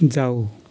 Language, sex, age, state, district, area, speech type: Nepali, male, 60+, West Bengal, Kalimpong, rural, read